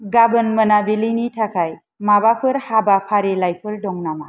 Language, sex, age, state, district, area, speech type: Bodo, female, 30-45, Assam, Kokrajhar, rural, read